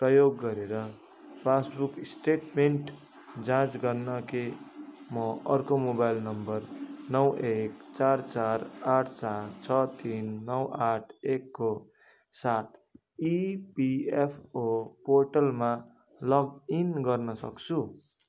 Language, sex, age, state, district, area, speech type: Nepali, male, 30-45, West Bengal, Darjeeling, rural, read